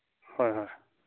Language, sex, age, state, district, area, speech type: Manipuri, male, 18-30, Manipur, Churachandpur, rural, conversation